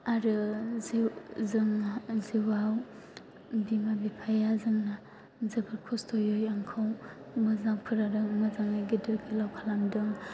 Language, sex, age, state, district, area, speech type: Bodo, male, 18-30, Assam, Chirang, rural, spontaneous